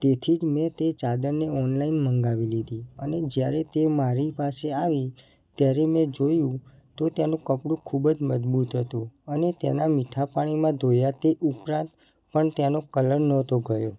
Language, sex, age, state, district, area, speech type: Gujarati, male, 18-30, Gujarat, Mehsana, rural, spontaneous